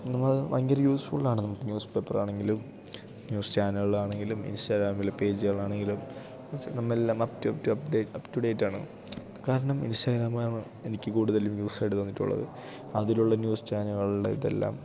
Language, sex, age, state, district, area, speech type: Malayalam, male, 18-30, Kerala, Idukki, rural, spontaneous